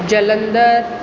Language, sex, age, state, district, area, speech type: Sindhi, female, 30-45, Uttar Pradesh, Lucknow, urban, spontaneous